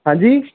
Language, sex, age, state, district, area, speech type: Punjabi, male, 18-30, Punjab, Gurdaspur, rural, conversation